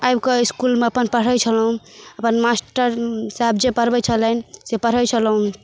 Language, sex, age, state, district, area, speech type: Maithili, female, 18-30, Bihar, Darbhanga, rural, spontaneous